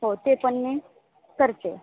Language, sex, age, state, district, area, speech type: Marathi, female, 18-30, Maharashtra, Satara, rural, conversation